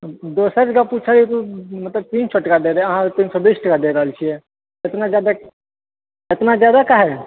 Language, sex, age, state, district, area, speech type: Maithili, male, 30-45, Bihar, Purnia, urban, conversation